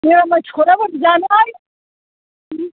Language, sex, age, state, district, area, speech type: Bodo, female, 60+, Assam, Chirang, rural, conversation